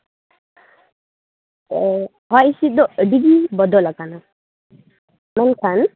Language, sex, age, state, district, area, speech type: Santali, female, 18-30, West Bengal, Paschim Bardhaman, rural, conversation